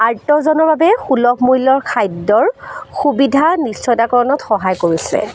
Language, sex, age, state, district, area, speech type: Assamese, female, 18-30, Assam, Jorhat, rural, spontaneous